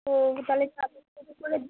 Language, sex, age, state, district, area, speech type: Bengali, female, 45-60, West Bengal, South 24 Parganas, rural, conversation